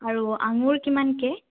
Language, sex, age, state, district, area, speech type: Assamese, female, 30-45, Assam, Sonitpur, rural, conversation